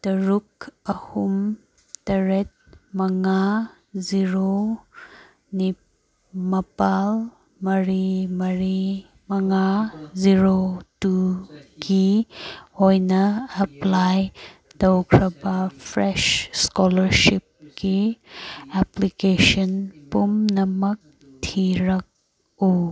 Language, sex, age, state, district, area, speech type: Manipuri, female, 18-30, Manipur, Kangpokpi, urban, read